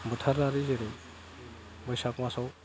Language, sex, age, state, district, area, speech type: Bodo, male, 45-60, Assam, Udalguri, rural, spontaneous